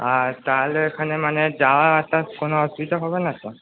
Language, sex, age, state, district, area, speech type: Bengali, male, 18-30, West Bengal, Purba Bardhaman, urban, conversation